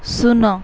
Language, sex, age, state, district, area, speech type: Odia, female, 18-30, Odisha, Subarnapur, urban, read